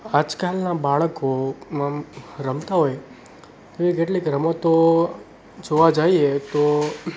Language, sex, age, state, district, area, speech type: Gujarati, male, 18-30, Gujarat, Surat, rural, spontaneous